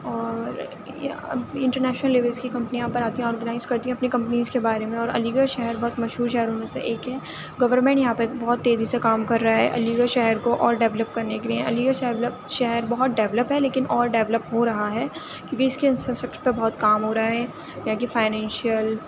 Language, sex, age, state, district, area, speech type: Urdu, female, 18-30, Uttar Pradesh, Aligarh, urban, spontaneous